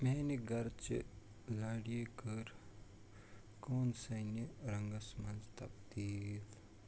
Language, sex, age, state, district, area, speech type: Kashmiri, male, 45-60, Jammu and Kashmir, Ganderbal, rural, read